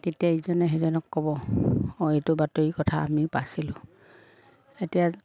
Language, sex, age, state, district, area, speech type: Assamese, female, 45-60, Assam, Lakhimpur, rural, spontaneous